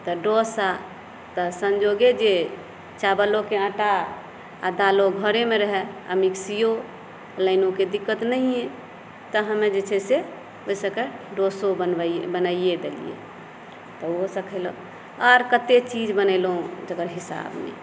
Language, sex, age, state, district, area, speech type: Maithili, female, 30-45, Bihar, Madhepura, urban, spontaneous